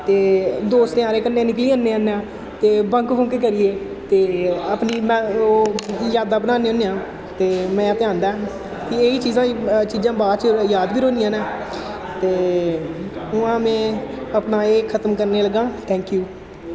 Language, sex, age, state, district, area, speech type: Dogri, male, 18-30, Jammu and Kashmir, Jammu, urban, spontaneous